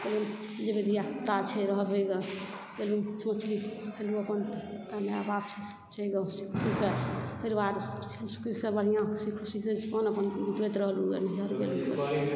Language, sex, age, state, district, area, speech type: Maithili, female, 60+, Bihar, Supaul, urban, spontaneous